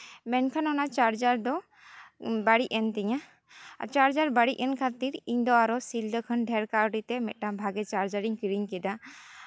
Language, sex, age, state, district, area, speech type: Santali, female, 18-30, West Bengal, Jhargram, rural, spontaneous